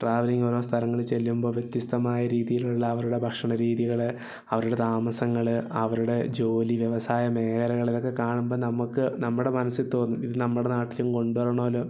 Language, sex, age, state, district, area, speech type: Malayalam, male, 18-30, Kerala, Idukki, rural, spontaneous